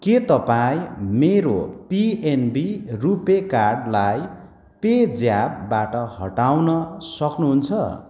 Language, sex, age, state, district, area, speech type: Nepali, male, 45-60, West Bengal, Darjeeling, rural, read